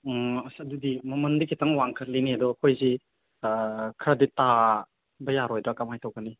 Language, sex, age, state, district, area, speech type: Manipuri, male, 30-45, Manipur, Churachandpur, rural, conversation